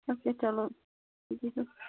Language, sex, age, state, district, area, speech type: Kashmiri, female, 18-30, Jammu and Kashmir, Bandipora, rural, conversation